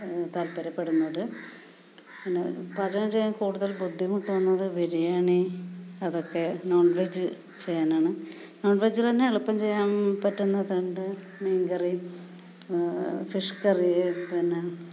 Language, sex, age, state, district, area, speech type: Malayalam, female, 45-60, Kerala, Kasaragod, rural, spontaneous